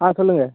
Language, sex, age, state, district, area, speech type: Tamil, male, 18-30, Tamil Nadu, Thoothukudi, rural, conversation